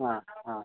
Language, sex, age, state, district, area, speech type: Malayalam, male, 60+, Kerala, Kasaragod, urban, conversation